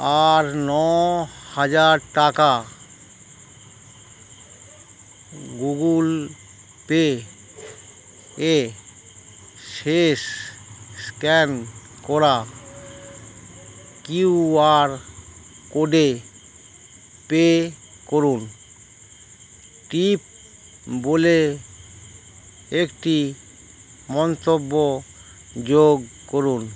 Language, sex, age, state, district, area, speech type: Bengali, male, 60+, West Bengal, Howrah, urban, read